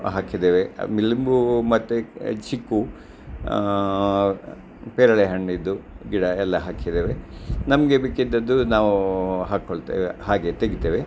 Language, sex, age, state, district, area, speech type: Kannada, male, 60+, Karnataka, Udupi, rural, spontaneous